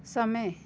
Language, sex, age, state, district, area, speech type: Hindi, female, 30-45, Madhya Pradesh, Seoni, urban, read